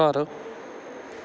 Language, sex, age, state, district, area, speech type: Punjabi, male, 18-30, Punjab, Bathinda, rural, read